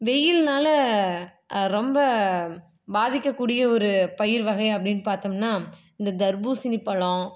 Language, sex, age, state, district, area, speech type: Tamil, female, 30-45, Tamil Nadu, Salem, urban, spontaneous